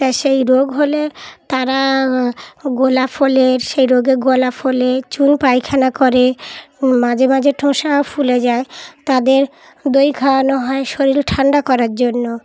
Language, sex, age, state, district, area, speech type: Bengali, female, 30-45, West Bengal, Dakshin Dinajpur, urban, spontaneous